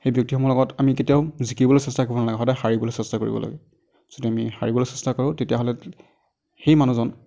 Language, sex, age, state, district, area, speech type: Assamese, male, 30-45, Assam, Darrang, rural, spontaneous